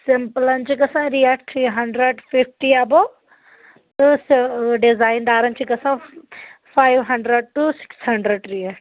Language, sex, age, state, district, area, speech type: Kashmiri, female, 30-45, Jammu and Kashmir, Anantnag, rural, conversation